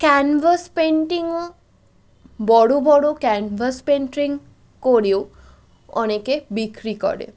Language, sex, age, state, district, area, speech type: Bengali, female, 18-30, West Bengal, Malda, rural, spontaneous